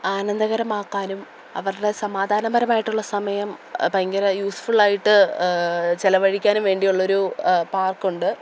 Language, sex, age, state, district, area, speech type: Malayalam, female, 18-30, Kerala, Idukki, rural, spontaneous